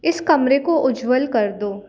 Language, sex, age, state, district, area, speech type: Hindi, female, 18-30, Madhya Pradesh, Jabalpur, urban, read